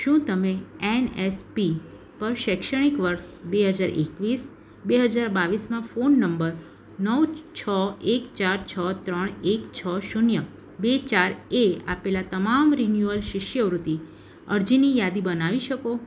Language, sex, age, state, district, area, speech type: Gujarati, female, 30-45, Gujarat, Surat, urban, read